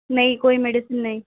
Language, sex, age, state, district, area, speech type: Urdu, female, 18-30, Uttar Pradesh, Mau, urban, conversation